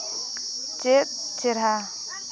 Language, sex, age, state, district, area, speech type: Santali, female, 18-30, Jharkhand, Seraikela Kharsawan, rural, read